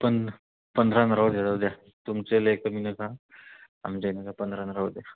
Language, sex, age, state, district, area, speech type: Marathi, male, 18-30, Maharashtra, Hingoli, urban, conversation